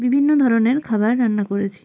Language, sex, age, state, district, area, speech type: Bengali, female, 18-30, West Bengal, Jalpaiguri, rural, spontaneous